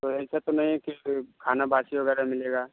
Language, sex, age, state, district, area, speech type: Hindi, male, 30-45, Uttar Pradesh, Mau, urban, conversation